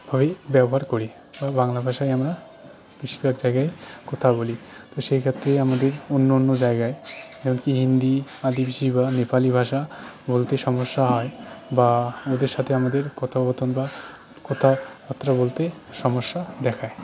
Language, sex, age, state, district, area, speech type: Bengali, male, 18-30, West Bengal, Jalpaiguri, rural, spontaneous